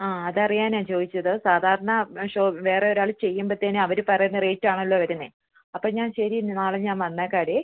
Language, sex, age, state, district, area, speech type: Malayalam, female, 30-45, Kerala, Idukki, rural, conversation